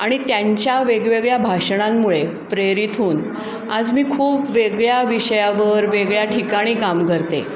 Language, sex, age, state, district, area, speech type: Marathi, female, 60+, Maharashtra, Pune, urban, spontaneous